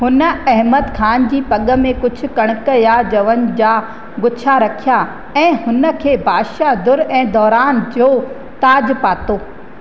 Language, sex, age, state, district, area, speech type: Sindhi, female, 30-45, Madhya Pradesh, Katni, rural, read